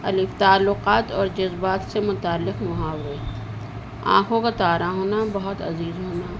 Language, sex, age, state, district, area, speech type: Urdu, female, 60+, Uttar Pradesh, Rampur, urban, spontaneous